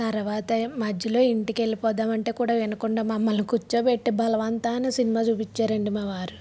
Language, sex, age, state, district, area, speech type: Telugu, female, 30-45, Andhra Pradesh, Vizianagaram, urban, spontaneous